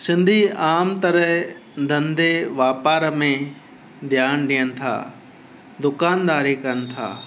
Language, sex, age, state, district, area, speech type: Sindhi, male, 45-60, Gujarat, Kutch, urban, spontaneous